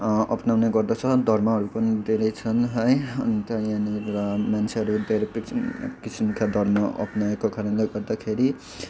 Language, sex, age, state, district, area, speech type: Nepali, male, 18-30, West Bengal, Kalimpong, rural, spontaneous